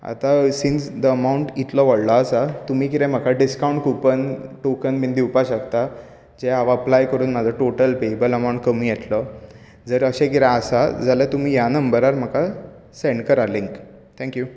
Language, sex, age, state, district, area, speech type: Goan Konkani, male, 18-30, Goa, Bardez, urban, spontaneous